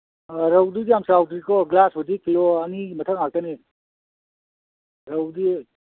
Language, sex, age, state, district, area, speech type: Manipuri, male, 60+, Manipur, Kakching, rural, conversation